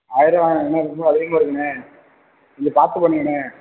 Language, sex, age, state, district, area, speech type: Tamil, male, 18-30, Tamil Nadu, Ariyalur, rural, conversation